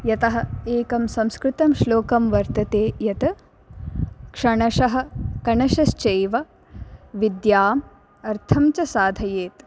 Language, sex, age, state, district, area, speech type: Sanskrit, female, 18-30, Karnataka, Dakshina Kannada, urban, spontaneous